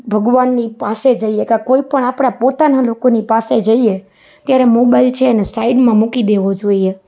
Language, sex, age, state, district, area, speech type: Gujarati, female, 30-45, Gujarat, Rajkot, urban, spontaneous